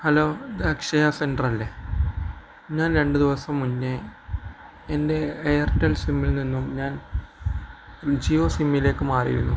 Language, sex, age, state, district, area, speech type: Malayalam, male, 18-30, Kerala, Kozhikode, rural, spontaneous